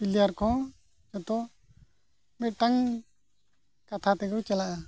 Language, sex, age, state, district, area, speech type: Santali, male, 45-60, Odisha, Mayurbhanj, rural, spontaneous